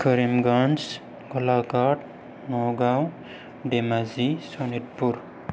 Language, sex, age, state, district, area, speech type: Bodo, male, 18-30, Assam, Kokrajhar, rural, spontaneous